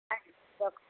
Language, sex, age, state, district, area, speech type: Odia, female, 30-45, Odisha, Cuttack, urban, conversation